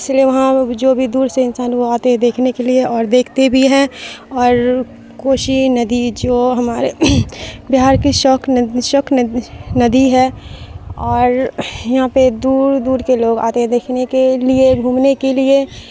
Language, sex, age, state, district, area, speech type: Urdu, female, 30-45, Bihar, Supaul, rural, spontaneous